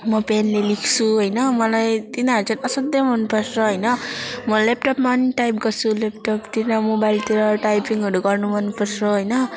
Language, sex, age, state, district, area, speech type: Nepali, female, 18-30, West Bengal, Alipurduar, urban, spontaneous